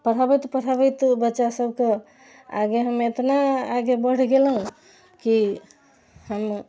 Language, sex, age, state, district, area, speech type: Maithili, female, 60+, Bihar, Sitamarhi, urban, spontaneous